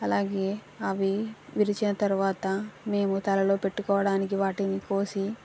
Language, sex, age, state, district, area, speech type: Telugu, female, 45-60, Andhra Pradesh, East Godavari, rural, spontaneous